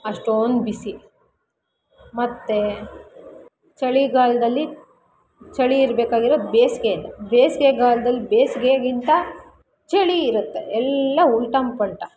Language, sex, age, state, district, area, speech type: Kannada, female, 18-30, Karnataka, Kolar, rural, spontaneous